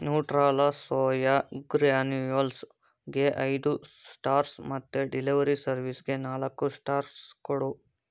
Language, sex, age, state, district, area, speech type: Kannada, male, 18-30, Karnataka, Davanagere, urban, read